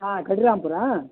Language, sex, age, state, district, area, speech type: Kannada, male, 60+, Karnataka, Vijayanagara, rural, conversation